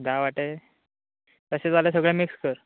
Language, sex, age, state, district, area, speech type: Goan Konkani, male, 18-30, Goa, Quepem, rural, conversation